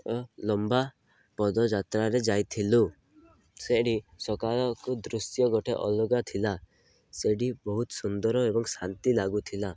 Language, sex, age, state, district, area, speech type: Odia, male, 18-30, Odisha, Malkangiri, urban, spontaneous